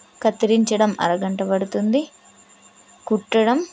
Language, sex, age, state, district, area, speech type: Telugu, female, 30-45, Telangana, Hanamkonda, rural, spontaneous